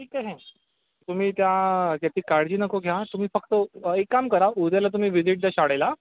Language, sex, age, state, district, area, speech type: Marathi, male, 45-60, Maharashtra, Nagpur, urban, conversation